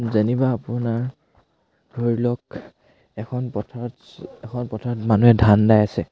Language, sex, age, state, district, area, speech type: Assamese, male, 18-30, Assam, Sivasagar, rural, spontaneous